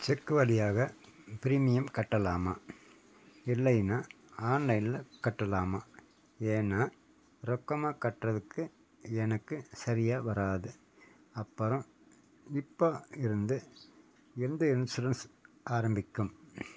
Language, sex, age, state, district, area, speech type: Tamil, male, 45-60, Tamil Nadu, Nilgiris, rural, read